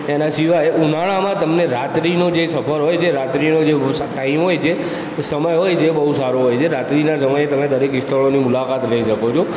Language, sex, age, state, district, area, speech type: Gujarati, male, 60+, Gujarat, Aravalli, urban, spontaneous